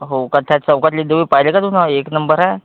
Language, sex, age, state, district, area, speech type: Marathi, male, 45-60, Maharashtra, Yavatmal, rural, conversation